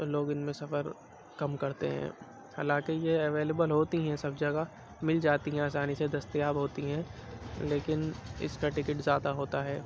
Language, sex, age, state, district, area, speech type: Urdu, male, 18-30, Uttar Pradesh, Rampur, urban, spontaneous